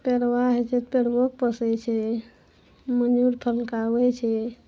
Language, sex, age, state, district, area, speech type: Maithili, male, 30-45, Bihar, Araria, rural, spontaneous